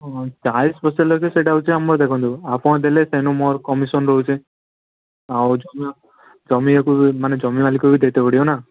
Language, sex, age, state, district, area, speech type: Odia, male, 18-30, Odisha, Balasore, rural, conversation